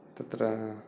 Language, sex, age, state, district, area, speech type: Sanskrit, male, 30-45, Karnataka, Uttara Kannada, rural, spontaneous